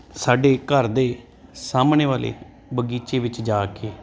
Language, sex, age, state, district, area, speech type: Punjabi, male, 30-45, Punjab, Jalandhar, urban, spontaneous